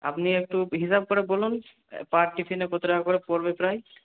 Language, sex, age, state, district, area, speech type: Bengali, male, 45-60, West Bengal, Purba Bardhaman, urban, conversation